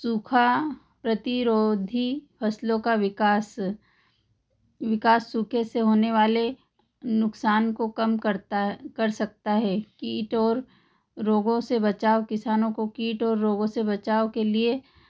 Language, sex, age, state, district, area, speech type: Hindi, female, 45-60, Madhya Pradesh, Ujjain, urban, spontaneous